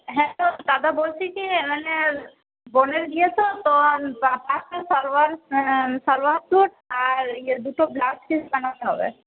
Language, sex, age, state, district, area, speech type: Bengali, female, 18-30, West Bengal, Paschim Bardhaman, rural, conversation